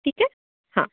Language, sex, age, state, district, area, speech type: Marathi, female, 30-45, Maharashtra, Yavatmal, urban, conversation